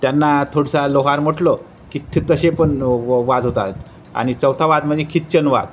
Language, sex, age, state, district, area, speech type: Marathi, male, 30-45, Maharashtra, Wardha, urban, spontaneous